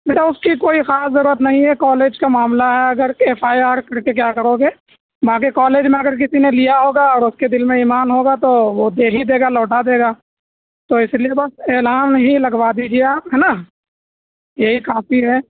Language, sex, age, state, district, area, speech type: Urdu, male, 18-30, Delhi, South Delhi, urban, conversation